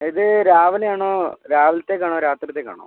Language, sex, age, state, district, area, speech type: Malayalam, male, 30-45, Kerala, Wayanad, rural, conversation